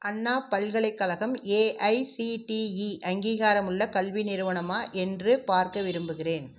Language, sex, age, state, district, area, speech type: Tamil, female, 60+, Tamil Nadu, Krishnagiri, rural, read